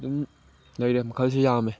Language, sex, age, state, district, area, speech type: Manipuri, male, 18-30, Manipur, Chandel, rural, spontaneous